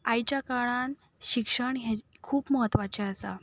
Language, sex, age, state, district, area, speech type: Goan Konkani, female, 18-30, Goa, Ponda, rural, spontaneous